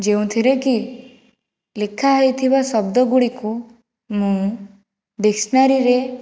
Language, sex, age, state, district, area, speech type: Odia, female, 30-45, Odisha, Jajpur, rural, spontaneous